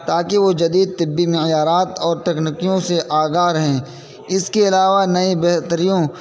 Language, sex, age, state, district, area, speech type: Urdu, male, 18-30, Uttar Pradesh, Saharanpur, urban, spontaneous